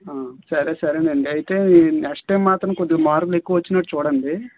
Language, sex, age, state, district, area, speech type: Telugu, male, 30-45, Andhra Pradesh, Vizianagaram, rural, conversation